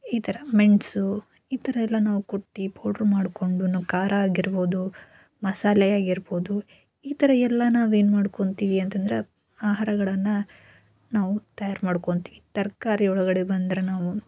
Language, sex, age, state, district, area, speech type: Kannada, female, 18-30, Karnataka, Gadag, rural, spontaneous